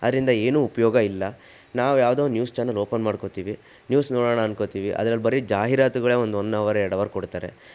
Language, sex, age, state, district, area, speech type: Kannada, male, 60+, Karnataka, Chitradurga, rural, spontaneous